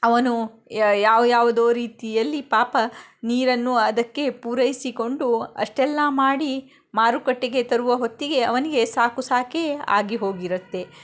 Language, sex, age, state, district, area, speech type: Kannada, female, 30-45, Karnataka, Shimoga, rural, spontaneous